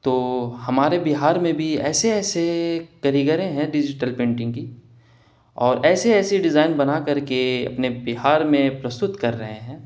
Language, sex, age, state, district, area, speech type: Urdu, male, 18-30, Bihar, Gaya, urban, spontaneous